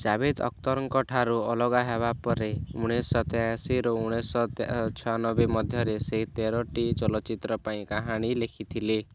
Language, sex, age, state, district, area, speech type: Odia, male, 18-30, Odisha, Kalahandi, rural, read